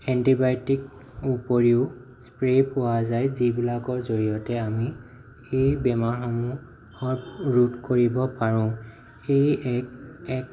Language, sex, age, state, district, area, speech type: Assamese, male, 18-30, Assam, Morigaon, rural, spontaneous